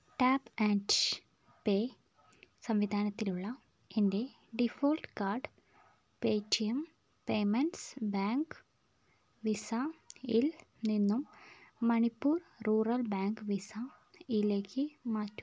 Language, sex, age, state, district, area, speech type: Malayalam, female, 45-60, Kerala, Wayanad, rural, read